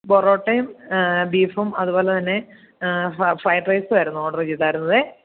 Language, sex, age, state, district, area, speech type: Malayalam, female, 30-45, Kerala, Idukki, rural, conversation